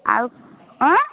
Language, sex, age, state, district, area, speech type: Odia, female, 30-45, Odisha, Nayagarh, rural, conversation